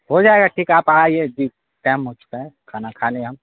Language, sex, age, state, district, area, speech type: Urdu, male, 18-30, Bihar, Saharsa, rural, conversation